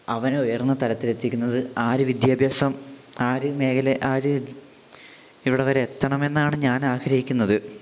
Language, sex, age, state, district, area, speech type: Malayalam, male, 18-30, Kerala, Wayanad, rural, spontaneous